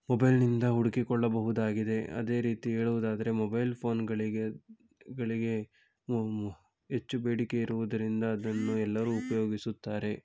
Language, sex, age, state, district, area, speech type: Kannada, male, 18-30, Karnataka, Tumkur, urban, spontaneous